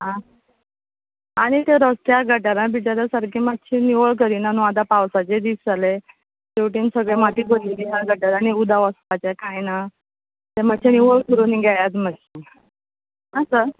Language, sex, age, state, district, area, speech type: Goan Konkani, female, 30-45, Goa, Quepem, rural, conversation